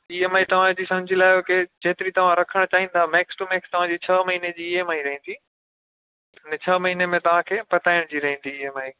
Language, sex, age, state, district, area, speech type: Sindhi, male, 30-45, Gujarat, Kutch, urban, conversation